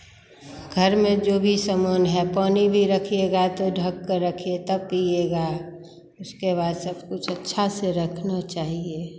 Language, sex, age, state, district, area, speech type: Hindi, female, 45-60, Bihar, Begusarai, rural, spontaneous